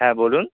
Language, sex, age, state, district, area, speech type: Bengali, male, 18-30, West Bengal, Kolkata, urban, conversation